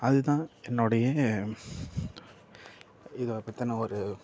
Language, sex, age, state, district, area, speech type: Tamil, male, 18-30, Tamil Nadu, Nagapattinam, rural, spontaneous